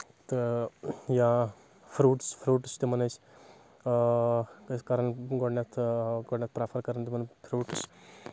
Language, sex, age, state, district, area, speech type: Kashmiri, male, 18-30, Jammu and Kashmir, Anantnag, rural, spontaneous